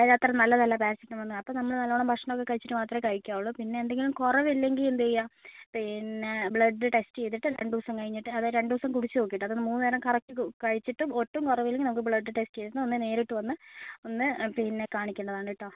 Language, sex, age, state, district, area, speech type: Malayalam, male, 30-45, Kerala, Wayanad, rural, conversation